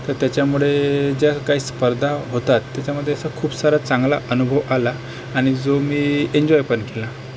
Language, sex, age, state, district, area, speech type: Marathi, male, 30-45, Maharashtra, Akola, rural, spontaneous